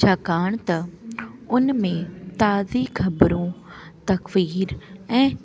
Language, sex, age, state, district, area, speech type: Sindhi, female, 18-30, Delhi, South Delhi, urban, spontaneous